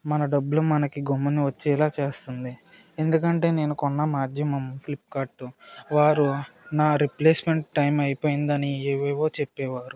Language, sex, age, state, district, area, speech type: Telugu, male, 18-30, Andhra Pradesh, Eluru, rural, spontaneous